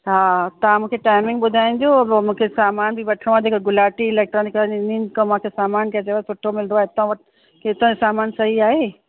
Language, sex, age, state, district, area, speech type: Sindhi, female, 45-60, Uttar Pradesh, Lucknow, urban, conversation